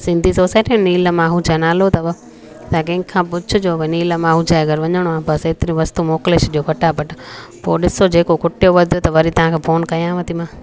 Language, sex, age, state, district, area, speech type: Sindhi, female, 30-45, Gujarat, Junagadh, rural, spontaneous